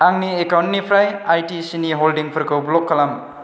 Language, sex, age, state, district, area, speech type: Bodo, male, 30-45, Assam, Chirang, rural, read